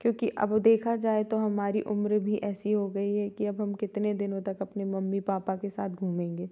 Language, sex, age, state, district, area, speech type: Hindi, female, 30-45, Madhya Pradesh, Jabalpur, urban, spontaneous